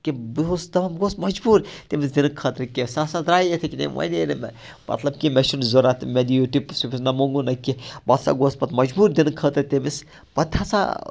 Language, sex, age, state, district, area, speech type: Kashmiri, male, 30-45, Jammu and Kashmir, Budgam, rural, spontaneous